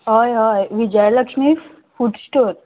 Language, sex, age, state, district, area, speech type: Goan Konkani, female, 18-30, Goa, Murmgao, rural, conversation